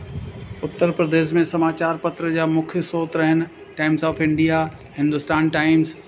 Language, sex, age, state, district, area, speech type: Sindhi, male, 60+, Uttar Pradesh, Lucknow, urban, spontaneous